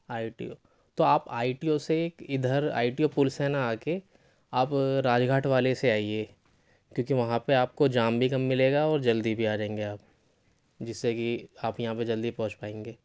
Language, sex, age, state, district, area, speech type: Urdu, male, 18-30, Delhi, South Delhi, urban, spontaneous